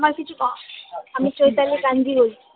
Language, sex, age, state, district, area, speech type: Bengali, female, 45-60, West Bengal, Birbhum, urban, conversation